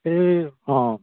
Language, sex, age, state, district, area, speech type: Assamese, male, 18-30, Assam, Sivasagar, urban, conversation